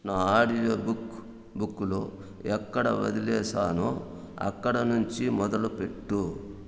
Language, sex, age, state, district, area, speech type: Telugu, male, 60+, Andhra Pradesh, Sri Balaji, rural, read